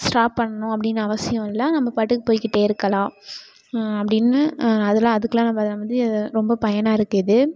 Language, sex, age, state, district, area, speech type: Tamil, female, 18-30, Tamil Nadu, Tiruchirappalli, rural, spontaneous